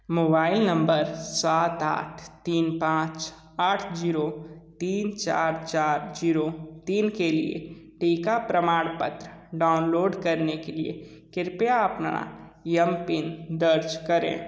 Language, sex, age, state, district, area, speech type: Hindi, male, 30-45, Uttar Pradesh, Sonbhadra, rural, read